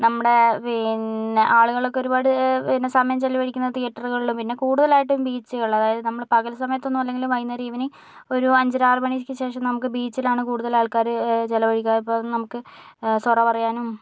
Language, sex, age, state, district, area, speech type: Malayalam, female, 60+, Kerala, Kozhikode, urban, spontaneous